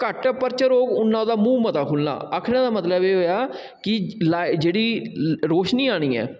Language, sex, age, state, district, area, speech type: Dogri, male, 30-45, Jammu and Kashmir, Jammu, rural, spontaneous